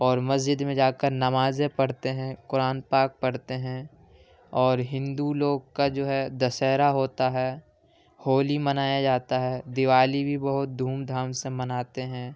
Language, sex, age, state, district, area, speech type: Urdu, male, 18-30, Uttar Pradesh, Ghaziabad, urban, spontaneous